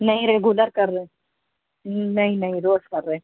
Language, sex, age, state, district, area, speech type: Urdu, female, 45-60, Bihar, Gaya, urban, conversation